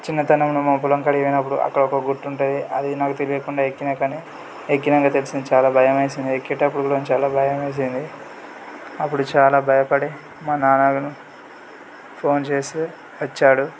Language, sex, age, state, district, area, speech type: Telugu, male, 18-30, Telangana, Yadadri Bhuvanagiri, urban, spontaneous